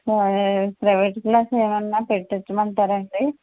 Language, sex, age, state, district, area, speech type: Telugu, female, 45-60, Andhra Pradesh, West Godavari, rural, conversation